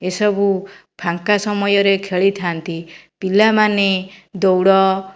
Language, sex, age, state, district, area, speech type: Odia, female, 45-60, Odisha, Jajpur, rural, spontaneous